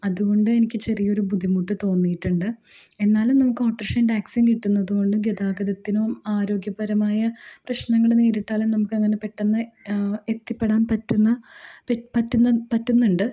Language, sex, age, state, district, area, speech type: Malayalam, female, 30-45, Kerala, Ernakulam, rural, spontaneous